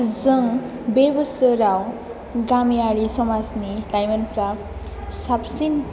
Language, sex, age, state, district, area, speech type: Bodo, female, 18-30, Assam, Chirang, urban, spontaneous